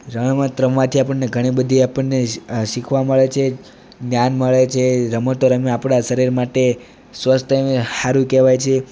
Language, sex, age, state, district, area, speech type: Gujarati, male, 18-30, Gujarat, Surat, rural, spontaneous